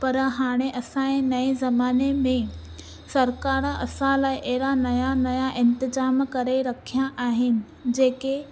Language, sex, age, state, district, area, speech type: Sindhi, female, 18-30, Maharashtra, Thane, urban, spontaneous